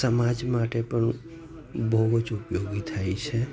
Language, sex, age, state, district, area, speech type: Gujarati, male, 45-60, Gujarat, Junagadh, rural, spontaneous